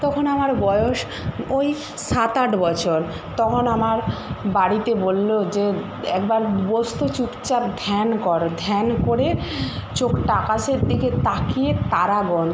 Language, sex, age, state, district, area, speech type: Bengali, female, 60+, West Bengal, Jhargram, rural, spontaneous